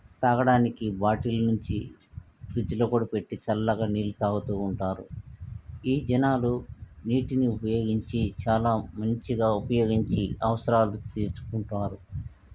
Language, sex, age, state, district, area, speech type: Telugu, male, 45-60, Andhra Pradesh, Krishna, urban, spontaneous